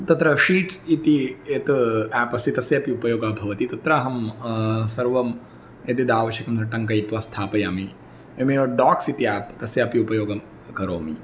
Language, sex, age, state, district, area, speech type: Sanskrit, male, 30-45, Tamil Nadu, Tirunelveli, rural, spontaneous